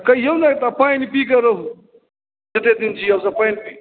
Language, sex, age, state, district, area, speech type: Maithili, male, 45-60, Bihar, Madhubani, rural, conversation